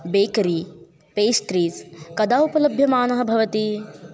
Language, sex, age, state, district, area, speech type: Sanskrit, female, 18-30, Maharashtra, Chandrapur, rural, read